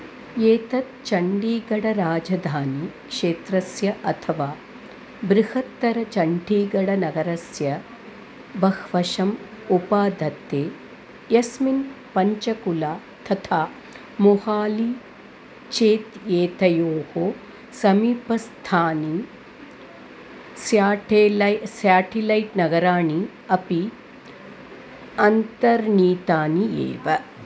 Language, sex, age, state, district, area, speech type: Sanskrit, female, 45-60, Tamil Nadu, Thanjavur, urban, read